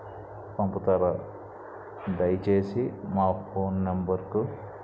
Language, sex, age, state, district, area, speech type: Telugu, male, 45-60, Andhra Pradesh, N T Rama Rao, urban, spontaneous